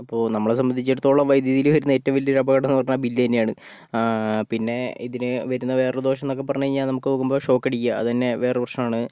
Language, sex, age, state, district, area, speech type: Malayalam, male, 30-45, Kerala, Kozhikode, urban, spontaneous